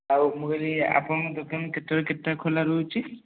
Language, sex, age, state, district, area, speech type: Odia, male, 18-30, Odisha, Jajpur, rural, conversation